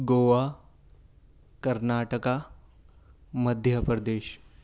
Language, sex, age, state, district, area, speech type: Urdu, male, 18-30, Delhi, Central Delhi, urban, spontaneous